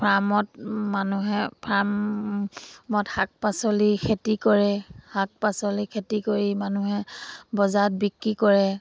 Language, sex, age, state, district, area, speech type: Assamese, female, 60+, Assam, Dibrugarh, rural, spontaneous